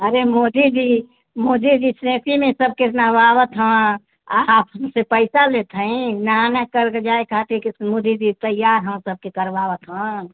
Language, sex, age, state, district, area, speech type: Hindi, female, 60+, Uttar Pradesh, Mau, rural, conversation